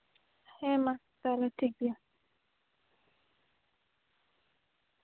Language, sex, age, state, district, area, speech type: Santali, female, 18-30, West Bengal, Bankura, rural, conversation